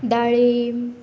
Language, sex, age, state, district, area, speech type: Goan Konkani, female, 18-30, Goa, Murmgao, rural, spontaneous